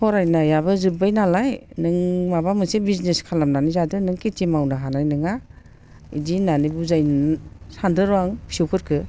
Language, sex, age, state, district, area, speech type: Bodo, female, 60+, Assam, Baksa, urban, spontaneous